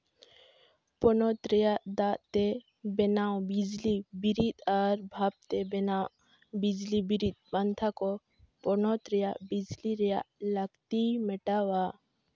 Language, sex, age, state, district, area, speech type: Santali, female, 18-30, West Bengal, Jhargram, rural, read